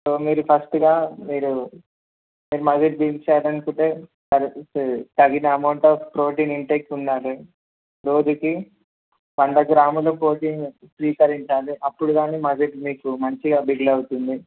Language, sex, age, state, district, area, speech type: Telugu, male, 18-30, Andhra Pradesh, Palnadu, urban, conversation